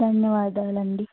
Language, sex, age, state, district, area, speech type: Telugu, female, 60+, Andhra Pradesh, N T Rama Rao, urban, conversation